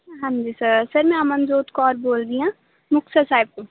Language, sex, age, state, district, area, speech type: Punjabi, female, 18-30, Punjab, Muktsar, urban, conversation